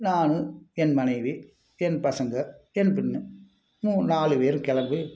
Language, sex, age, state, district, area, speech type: Tamil, male, 45-60, Tamil Nadu, Tiruppur, rural, spontaneous